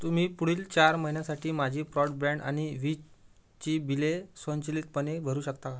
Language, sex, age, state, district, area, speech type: Marathi, male, 30-45, Maharashtra, Amravati, urban, read